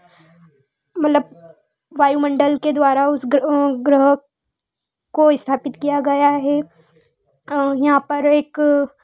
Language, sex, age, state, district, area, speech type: Hindi, female, 18-30, Madhya Pradesh, Ujjain, urban, spontaneous